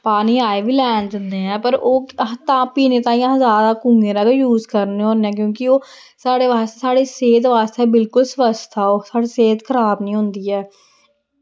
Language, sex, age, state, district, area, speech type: Dogri, female, 18-30, Jammu and Kashmir, Samba, rural, spontaneous